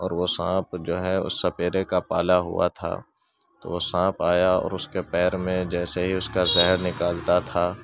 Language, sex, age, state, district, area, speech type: Urdu, male, 30-45, Uttar Pradesh, Ghaziabad, rural, spontaneous